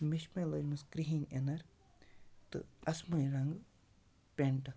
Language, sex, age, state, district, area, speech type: Kashmiri, female, 18-30, Jammu and Kashmir, Baramulla, rural, spontaneous